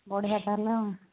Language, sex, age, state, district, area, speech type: Odia, female, 60+, Odisha, Angul, rural, conversation